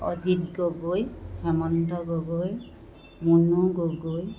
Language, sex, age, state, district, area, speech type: Assamese, female, 60+, Assam, Dibrugarh, urban, spontaneous